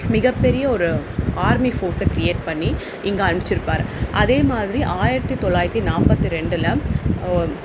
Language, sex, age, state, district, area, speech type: Tamil, female, 30-45, Tamil Nadu, Vellore, urban, spontaneous